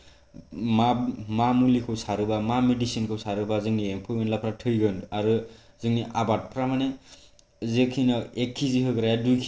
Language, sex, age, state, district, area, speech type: Bodo, male, 18-30, Assam, Kokrajhar, urban, spontaneous